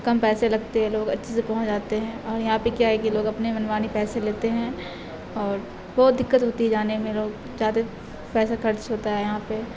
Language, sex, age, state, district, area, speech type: Urdu, female, 18-30, Bihar, Supaul, rural, spontaneous